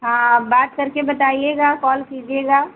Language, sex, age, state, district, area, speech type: Hindi, female, 45-60, Uttar Pradesh, Ayodhya, rural, conversation